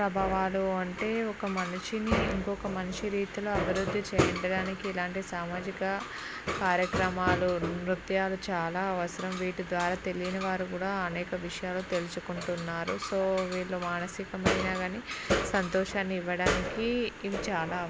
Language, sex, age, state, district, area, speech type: Telugu, female, 18-30, Andhra Pradesh, Visakhapatnam, urban, spontaneous